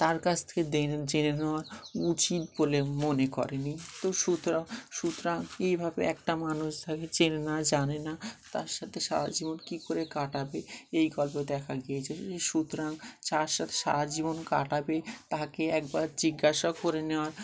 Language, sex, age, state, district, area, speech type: Bengali, male, 18-30, West Bengal, Dakshin Dinajpur, urban, spontaneous